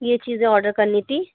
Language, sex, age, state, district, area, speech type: Hindi, female, 45-60, Madhya Pradesh, Bhopal, urban, conversation